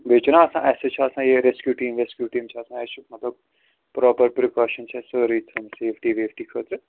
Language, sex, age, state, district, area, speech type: Kashmiri, male, 30-45, Jammu and Kashmir, Srinagar, urban, conversation